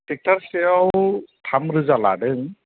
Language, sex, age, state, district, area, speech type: Bodo, male, 30-45, Assam, Kokrajhar, rural, conversation